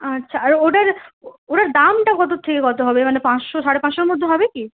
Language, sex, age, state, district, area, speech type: Bengali, female, 18-30, West Bengal, Purulia, rural, conversation